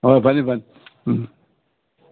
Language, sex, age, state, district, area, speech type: Manipuri, male, 60+, Manipur, Imphal East, rural, conversation